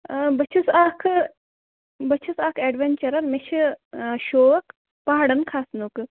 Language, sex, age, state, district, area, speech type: Kashmiri, female, 18-30, Jammu and Kashmir, Bandipora, rural, conversation